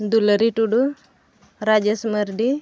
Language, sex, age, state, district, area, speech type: Santali, female, 45-60, Jharkhand, Bokaro, rural, spontaneous